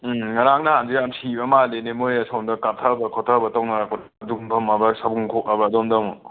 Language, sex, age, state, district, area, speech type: Manipuri, male, 18-30, Manipur, Imphal West, rural, conversation